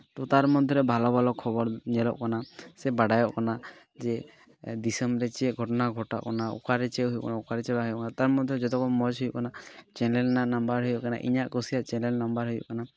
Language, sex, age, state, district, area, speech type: Santali, male, 18-30, West Bengal, Malda, rural, spontaneous